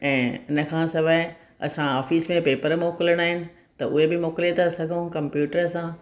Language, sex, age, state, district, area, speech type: Sindhi, female, 60+, Rajasthan, Ajmer, urban, spontaneous